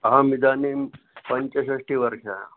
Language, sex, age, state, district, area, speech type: Sanskrit, male, 60+, Maharashtra, Wardha, urban, conversation